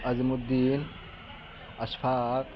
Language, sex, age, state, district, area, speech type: Urdu, male, 18-30, Bihar, Madhubani, rural, spontaneous